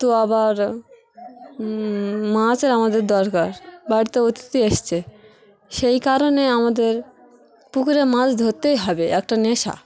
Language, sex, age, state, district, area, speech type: Bengali, female, 18-30, West Bengal, Dakshin Dinajpur, urban, spontaneous